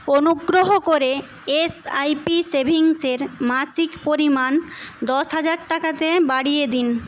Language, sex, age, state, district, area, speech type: Bengali, female, 18-30, West Bengal, Paschim Medinipur, rural, read